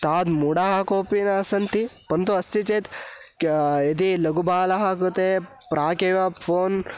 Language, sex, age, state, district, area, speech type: Sanskrit, male, 18-30, Karnataka, Hassan, rural, spontaneous